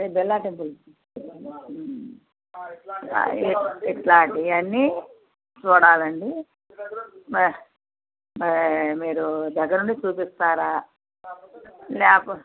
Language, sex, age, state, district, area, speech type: Telugu, female, 60+, Andhra Pradesh, Bapatla, urban, conversation